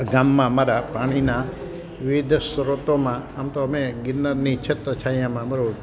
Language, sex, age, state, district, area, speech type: Gujarati, male, 60+, Gujarat, Amreli, rural, spontaneous